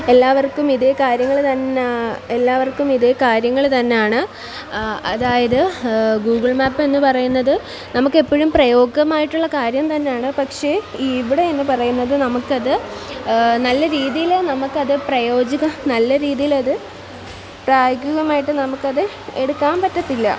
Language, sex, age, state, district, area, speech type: Malayalam, female, 18-30, Kerala, Kollam, rural, spontaneous